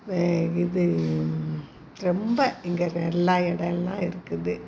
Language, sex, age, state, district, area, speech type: Tamil, female, 60+, Tamil Nadu, Salem, rural, spontaneous